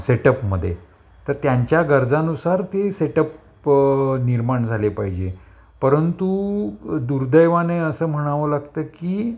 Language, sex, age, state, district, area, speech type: Marathi, male, 60+, Maharashtra, Palghar, urban, spontaneous